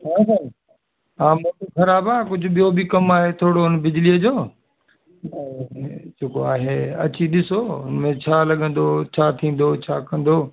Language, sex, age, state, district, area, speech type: Sindhi, male, 45-60, Delhi, South Delhi, urban, conversation